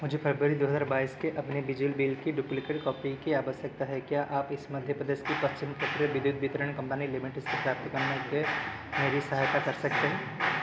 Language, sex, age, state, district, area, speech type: Hindi, male, 18-30, Madhya Pradesh, Seoni, urban, read